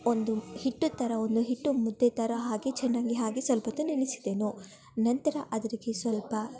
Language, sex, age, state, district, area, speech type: Kannada, female, 18-30, Karnataka, Kolar, rural, spontaneous